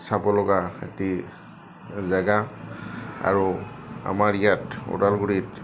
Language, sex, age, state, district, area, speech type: Assamese, male, 45-60, Assam, Udalguri, rural, spontaneous